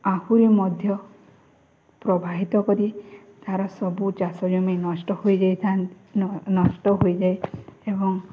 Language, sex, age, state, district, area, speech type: Odia, female, 18-30, Odisha, Balangir, urban, spontaneous